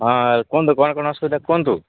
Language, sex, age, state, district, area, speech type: Odia, male, 18-30, Odisha, Malkangiri, urban, conversation